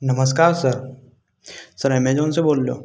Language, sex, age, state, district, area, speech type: Hindi, male, 18-30, Rajasthan, Bharatpur, urban, spontaneous